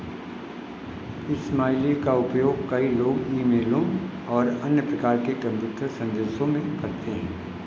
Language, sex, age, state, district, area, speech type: Hindi, male, 60+, Uttar Pradesh, Lucknow, rural, read